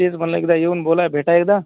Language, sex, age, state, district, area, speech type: Marathi, male, 60+, Maharashtra, Akola, rural, conversation